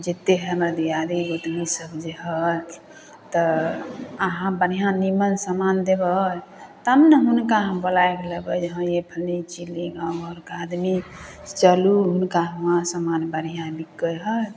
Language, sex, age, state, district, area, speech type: Maithili, female, 30-45, Bihar, Samastipur, rural, spontaneous